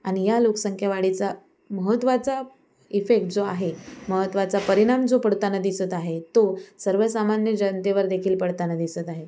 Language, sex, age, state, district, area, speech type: Marathi, female, 18-30, Maharashtra, Sindhudurg, rural, spontaneous